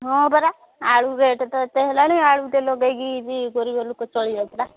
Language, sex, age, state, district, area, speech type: Odia, female, 45-60, Odisha, Angul, rural, conversation